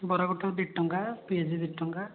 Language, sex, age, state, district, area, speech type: Odia, male, 18-30, Odisha, Puri, urban, conversation